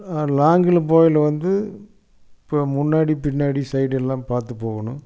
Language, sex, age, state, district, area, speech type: Tamil, male, 60+, Tamil Nadu, Coimbatore, urban, spontaneous